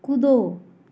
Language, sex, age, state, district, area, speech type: Hindi, female, 30-45, Madhya Pradesh, Bhopal, rural, read